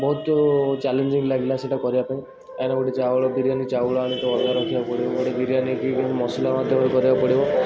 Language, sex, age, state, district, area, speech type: Odia, male, 30-45, Odisha, Puri, urban, spontaneous